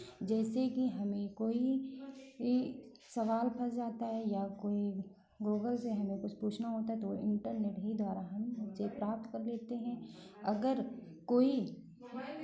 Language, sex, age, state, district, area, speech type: Hindi, female, 30-45, Uttar Pradesh, Lucknow, rural, spontaneous